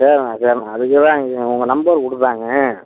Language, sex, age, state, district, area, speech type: Tamil, male, 60+, Tamil Nadu, Pudukkottai, rural, conversation